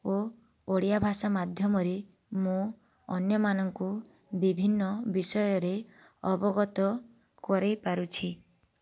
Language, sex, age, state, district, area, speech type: Odia, female, 18-30, Odisha, Boudh, rural, spontaneous